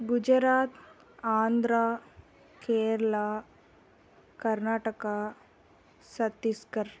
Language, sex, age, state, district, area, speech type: Tamil, female, 18-30, Tamil Nadu, Salem, rural, spontaneous